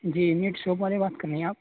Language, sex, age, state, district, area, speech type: Urdu, male, 18-30, Uttar Pradesh, Saharanpur, urban, conversation